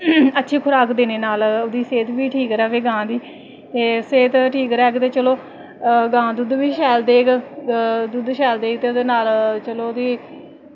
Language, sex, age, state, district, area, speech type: Dogri, female, 30-45, Jammu and Kashmir, Samba, rural, spontaneous